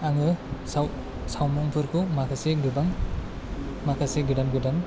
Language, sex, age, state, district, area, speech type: Bodo, male, 18-30, Assam, Chirang, urban, spontaneous